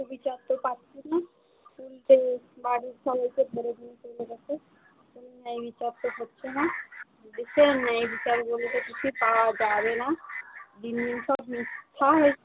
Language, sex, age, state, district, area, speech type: Bengali, female, 45-60, West Bengal, Darjeeling, urban, conversation